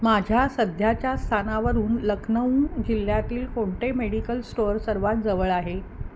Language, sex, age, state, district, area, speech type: Marathi, female, 45-60, Maharashtra, Mumbai Suburban, urban, read